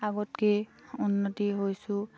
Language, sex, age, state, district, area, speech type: Assamese, female, 18-30, Assam, Sivasagar, rural, spontaneous